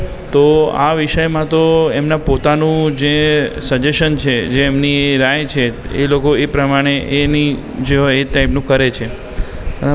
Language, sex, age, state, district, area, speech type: Gujarati, male, 18-30, Gujarat, Aravalli, urban, spontaneous